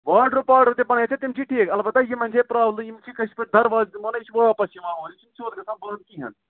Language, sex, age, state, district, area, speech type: Kashmiri, male, 18-30, Jammu and Kashmir, Budgam, rural, conversation